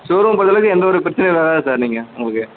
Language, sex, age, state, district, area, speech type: Tamil, male, 18-30, Tamil Nadu, Madurai, rural, conversation